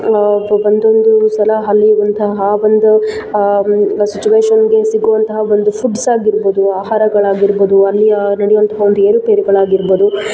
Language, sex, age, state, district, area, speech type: Kannada, female, 18-30, Karnataka, Kolar, rural, spontaneous